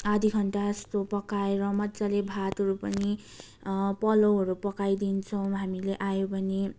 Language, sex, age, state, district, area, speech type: Nepali, female, 18-30, West Bengal, Darjeeling, rural, spontaneous